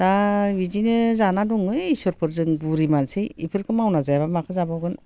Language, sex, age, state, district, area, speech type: Bodo, female, 60+, Assam, Baksa, urban, spontaneous